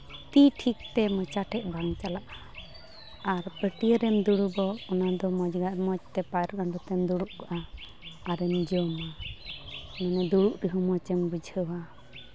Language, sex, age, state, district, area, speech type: Santali, female, 18-30, West Bengal, Malda, rural, spontaneous